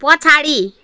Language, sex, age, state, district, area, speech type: Nepali, female, 30-45, West Bengal, Kalimpong, rural, read